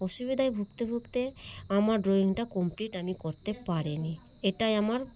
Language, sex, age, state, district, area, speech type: Bengali, female, 30-45, West Bengal, Malda, urban, spontaneous